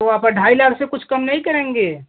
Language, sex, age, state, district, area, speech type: Hindi, male, 18-30, Uttar Pradesh, Jaunpur, rural, conversation